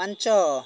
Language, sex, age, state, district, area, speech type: Odia, male, 60+, Odisha, Jagatsinghpur, rural, read